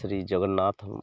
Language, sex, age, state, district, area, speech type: Odia, male, 30-45, Odisha, Subarnapur, urban, spontaneous